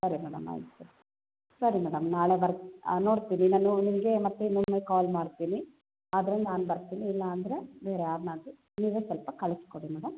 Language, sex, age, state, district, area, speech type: Kannada, female, 45-60, Karnataka, Chikkaballapur, rural, conversation